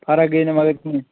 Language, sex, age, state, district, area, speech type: Kashmiri, male, 30-45, Jammu and Kashmir, Budgam, rural, conversation